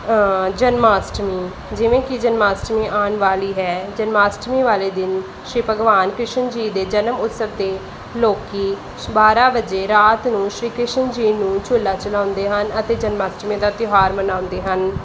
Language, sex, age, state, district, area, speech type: Punjabi, female, 30-45, Punjab, Mohali, rural, spontaneous